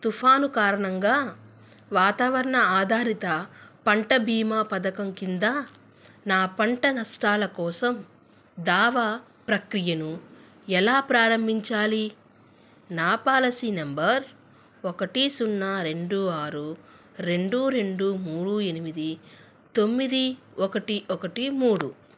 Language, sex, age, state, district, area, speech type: Telugu, female, 30-45, Andhra Pradesh, Krishna, urban, read